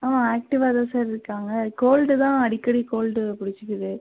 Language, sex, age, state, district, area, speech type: Tamil, female, 30-45, Tamil Nadu, Pudukkottai, rural, conversation